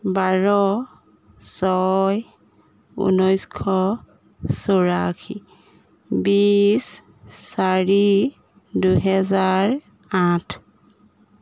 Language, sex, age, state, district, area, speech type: Assamese, female, 30-45, Assam, Jorhat, urban, spontaneous